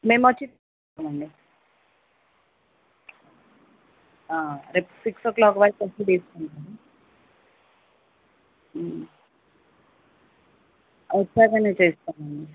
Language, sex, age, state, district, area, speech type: Telugu, female, 18-30, Telangana, Jayashankar, urban, conversation